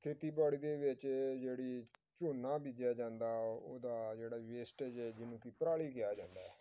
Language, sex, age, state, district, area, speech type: Punjabi, male, 45-60, Punjab, Amritsar, urban, spontaneous